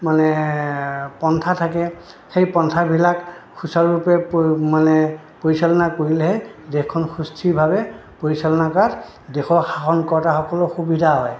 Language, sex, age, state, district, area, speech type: Assamese, male, 60+, Assam, Goalpara, rural, spontaneous